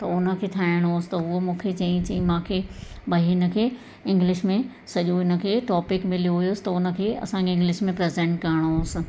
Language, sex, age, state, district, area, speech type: Sindhi, female, 45-60, Madhya Pradesh, Katni, urban, spontaneous